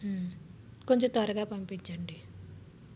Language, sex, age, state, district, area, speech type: Telugu, female, 30-45, Andhra Pradesh, Palnadu, rural, spontaneous